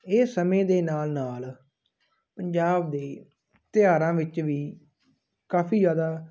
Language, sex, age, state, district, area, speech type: Punjabi, male, 18-30, Punjab, Muktsar, rural, spontaneous